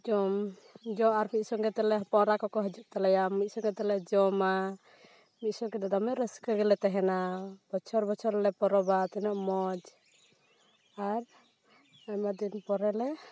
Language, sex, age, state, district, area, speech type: Santali, female, 18-30, West Bengal, Purulia, rural, spontaneous